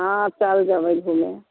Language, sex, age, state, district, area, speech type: Maithili, female, 60+, Bihar, Muzaffarpur, rural, conversation